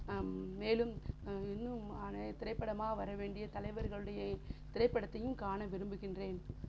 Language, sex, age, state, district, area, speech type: Tamil, female, 45-60, Tamil Nadu, Sivaganga, rural, spontaneous